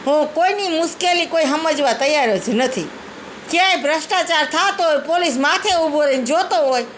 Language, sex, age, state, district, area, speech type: Gujarati, female, 45-60, Gujarat, Morbi, urban, spontaneous